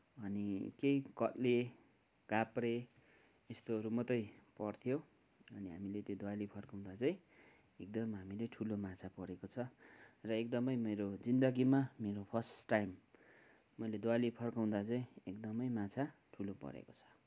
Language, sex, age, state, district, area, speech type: Nepali, male, 45-60, West Bengal, Kalimpong, rural, spontaneous